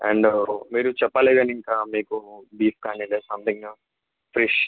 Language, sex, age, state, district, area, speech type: Telugu, male, 18-30, Andhra Pradesh, N T Rama Rao, urban, conversation